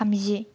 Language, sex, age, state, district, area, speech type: Bodo, female, 18-30, Assam, Kokrajhar, rural, spontaneous